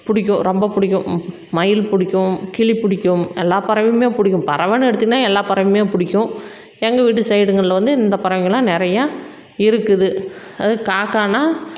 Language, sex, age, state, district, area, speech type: Tamil, female, 45-60, Tamil Nadu, Salem, rural, spontaneous